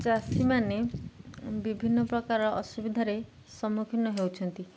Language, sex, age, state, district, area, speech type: Odia, female, 30-45, Odisha, Jagatsinghpur, urban, spontaneous